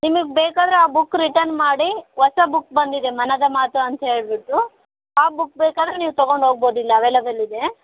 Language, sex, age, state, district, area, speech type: Kannada, female, 18-30, Karnataka, Bellary, urban, conversation